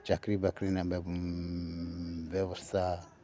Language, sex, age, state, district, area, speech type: Santali, male, 60+, West Bengal, Paschim Bardhaman, urban, spontaneous